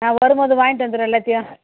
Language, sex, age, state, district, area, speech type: Tamil, female, 60+, Tamil Nadu, Viluppuram, rural, conversation